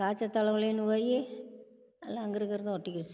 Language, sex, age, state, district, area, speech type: Tamil, female, 60+, Tamil Nadu, Namakkal, rural, spontaneous